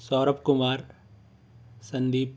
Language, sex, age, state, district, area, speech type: Hindi, male, 18-30, Madhya Pradesh, Bhopal, urban, spontaneous